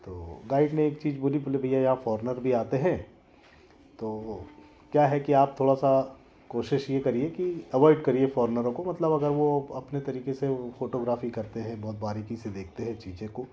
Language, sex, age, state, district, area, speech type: Hindi, male, 45-60, Madhya Pradesh, Jabalpur, urban, spontaneous